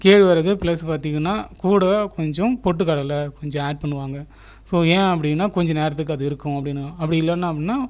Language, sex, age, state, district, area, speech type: Tamil, male, 30-45, Tamil Nadu, Viluppuram, rural, spontaneous